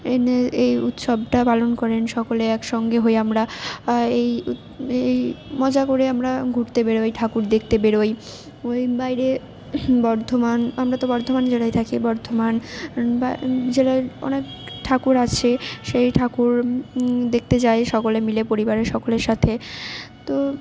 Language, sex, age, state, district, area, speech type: Bengali, female, 60+, West Bengal, Purba Bardhaman, urban, spontaneous